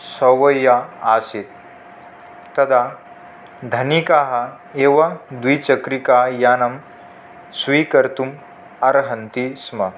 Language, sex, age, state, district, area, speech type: Sanskrit, male, 18-30, Manipur, Kangpokpi, rural, spontaneous